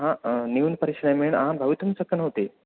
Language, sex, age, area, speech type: Sanskrit, male, 18-30, rural, conversation